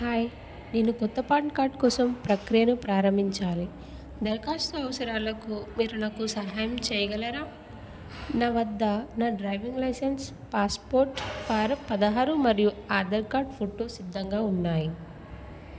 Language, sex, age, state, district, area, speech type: Telugu, female, 18-30, Telangana, Peddapalli, rural, read